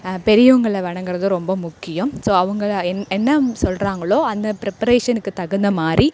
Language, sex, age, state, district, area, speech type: Tamil, female, 18-30, Tamil Nadu, Perambalur, rural, spontaneous